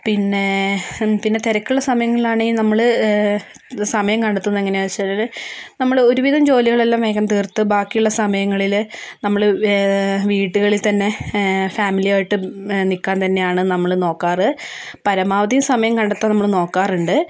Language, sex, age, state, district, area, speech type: Malayalam, female, 18-30, Kerala, Wayanad, rural, spontaneous